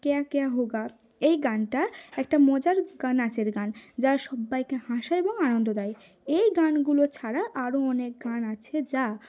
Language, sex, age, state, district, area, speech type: Bengali, female, 18-30, West Bengal, Cooch Behar, urban, spontaneous